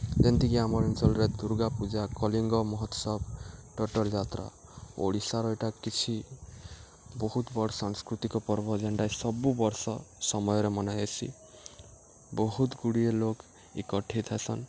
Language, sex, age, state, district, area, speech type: Odia, male, 18-30, Odisha, Subarnapur, urban, spontaneous